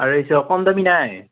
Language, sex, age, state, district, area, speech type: Assamese, male, 18-30, Assam, Morigaon, rural, conversation